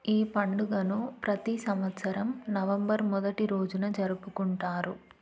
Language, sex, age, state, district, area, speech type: Telugu, female, 18-30, Telangana, Yadadri Bhuvanagiri, rural, read